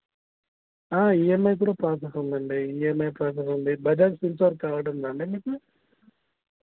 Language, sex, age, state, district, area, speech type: Telugu, male, 18-30, Telangana, Jagtial, urban, conversation